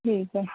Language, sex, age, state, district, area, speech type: Marathi, female, 30-45, Maharashtra, Thane, urban, conversation